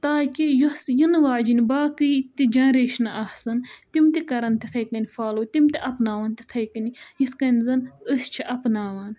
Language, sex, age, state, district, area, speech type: Kashmiri, female, 18-30, Jammu and Kashmir, Budgam, rural, spontaneous